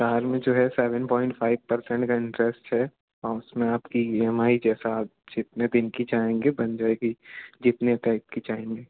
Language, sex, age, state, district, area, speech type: Hindi, male, 30-45, Madhya Pradesh, Jabalpur, urban, conversation